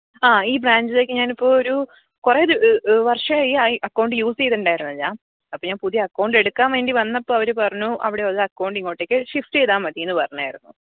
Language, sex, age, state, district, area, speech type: Malayalam, female, 18-30, Kerala, Pathanamthitta, rural, conversation